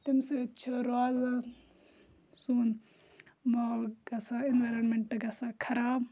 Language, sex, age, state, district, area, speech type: Kashmiri, female, 18-30, Jammu and Kashmir, Kupwara, rural, spontaneous